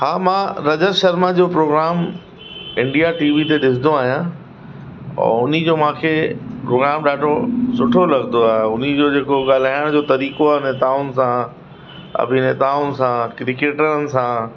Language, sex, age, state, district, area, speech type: Sindhi, male, 45-60, Uttar Pradesh, Lucknow, urban, spontaneous